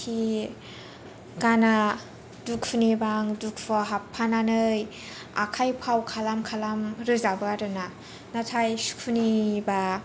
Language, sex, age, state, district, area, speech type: Bodo, female, 18-30, Assam, Kokrajhar, urban, spontaneous